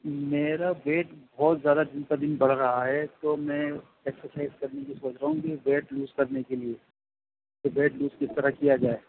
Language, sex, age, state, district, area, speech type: Urdu, male, 45-60, Delhi, North East Delhi, urban, conversation